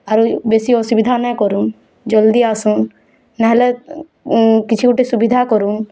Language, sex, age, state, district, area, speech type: Odia, female, 18-30, Odisha, Bargarh, rural, spontaneous